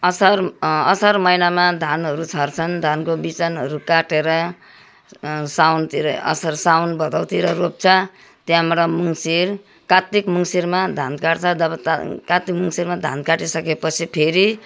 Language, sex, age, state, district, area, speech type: Nepali, female, 60+, West Bengal, Darjeeling, urban, spontaneous